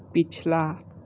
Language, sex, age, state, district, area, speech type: Hindi, male, 18-30, Uttar Pradesh, Sonbhadra, rural, read